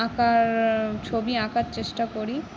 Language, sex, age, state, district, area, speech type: Bengali, female, 18-30, West Bengal, Howrah, urban, spontaneous